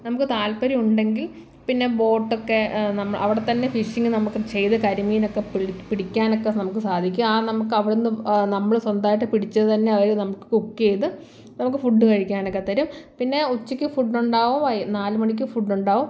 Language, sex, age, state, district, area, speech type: Malayalam, female, 18-30, Kerala, Kottayam, rural, spontaneous